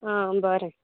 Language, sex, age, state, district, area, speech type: Goan Konkani, female, 18-30, Goa, Canacona, rural, conversation